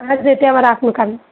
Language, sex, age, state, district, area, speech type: Nepali, female, 18-30, West Bengal, Alipurduar, urban, conversation